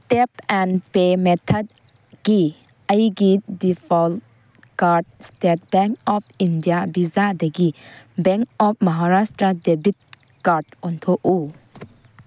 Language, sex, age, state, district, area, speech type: Manipuri, female, 18-30, Manipur, Tengnoupal, rural, read